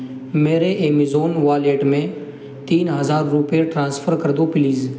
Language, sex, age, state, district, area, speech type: Urdu, male, 18-30, Uttar Pradesh, Muzaffarnagar, urban, read